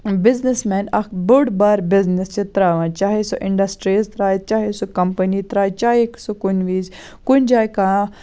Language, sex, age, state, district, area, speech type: Kashmiri, female, 18-30, Jammu and Kashmir, Baramulla, rural, spontaneous